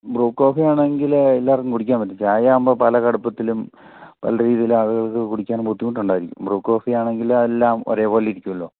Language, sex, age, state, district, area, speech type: Malayalam, male, 45-60, Kerala, Idukki, rural, conversation